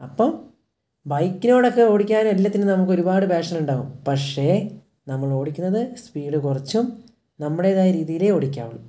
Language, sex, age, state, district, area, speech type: Malayalam, male, 18-30, Kerala, Wayanad, rural, spontaneous